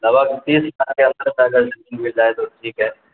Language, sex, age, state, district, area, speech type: Urdu, male, 18-30, Bihar, Darbhanga, rural, conversation